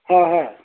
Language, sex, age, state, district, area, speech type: Assamese, male, 45-60, Assam, Golaghat, urban, conversation